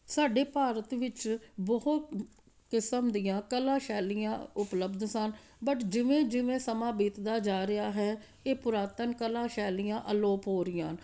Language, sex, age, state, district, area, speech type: Punjabi, female, 45-60, Punjab, Amritsar, urban, spontaneous